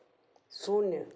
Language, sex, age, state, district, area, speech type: Hindi, female, 60+, Madhya Pradesh, Ujjain, urban, read